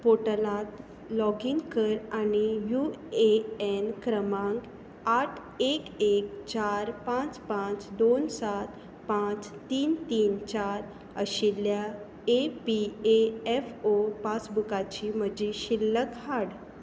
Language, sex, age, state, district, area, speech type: Goan Konkani, female, 30-45, Goa, Tiswadi, rural, read